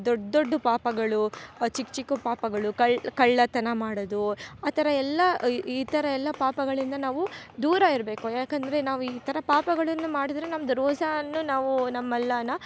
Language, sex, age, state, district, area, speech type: Kannada, female, 18-30, Karnataka, Chikkamagaluru, rural, spontaneous